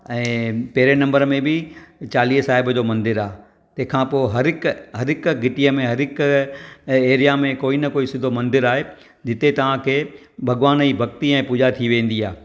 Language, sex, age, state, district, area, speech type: Sindhi, male, 45-60, Maharashtra, Thane, urban, spontaneous